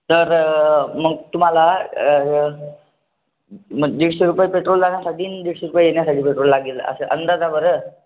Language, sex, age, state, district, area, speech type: Marathi, male, 18-30, Maharashtra, Buldhana, rural, conversation